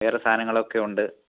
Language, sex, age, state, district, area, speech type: Malayalam, male, 30-45, Kerala, Pathanamthitta, rural, conversation